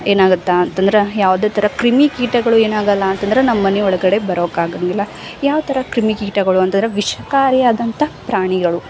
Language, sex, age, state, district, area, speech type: Kannada, female, 18-30, Karnataka, Gadag, rural, spontaneous